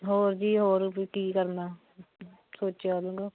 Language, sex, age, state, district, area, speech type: Punjabi, female, 18-30, Punjab, Fatehgarh Sahib, rural, conversation